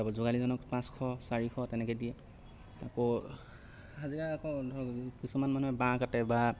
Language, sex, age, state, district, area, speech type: Assamese, male, 45-60, Assam, Lakhimpur, rural, spontaneous